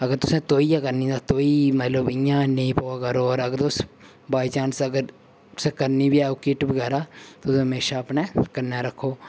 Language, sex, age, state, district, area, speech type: Dogri, male, 18-30, Jammu and Kashmir, Udhampur, rural, spontaneous